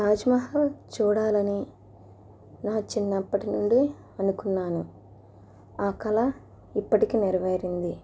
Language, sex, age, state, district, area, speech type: Telugu, female, 18-30, Andhra Pradesh, East Godavari, rural, spontaneous